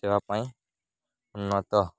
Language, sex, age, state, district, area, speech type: Odia, male, 18-30, Odisha, Nuapada, rural, spontaneous